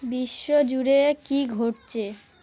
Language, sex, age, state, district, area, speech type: Bengali, female, 18-30, West Bengal, Dakshin Dinajpur, urban, read